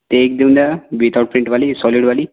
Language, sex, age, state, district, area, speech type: Marathi, female, 18-30, Maharashtra, Gondia, rural, conversation